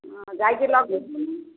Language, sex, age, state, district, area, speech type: Odia, female, 45-60, Odisha, Gajapati, rural, conversation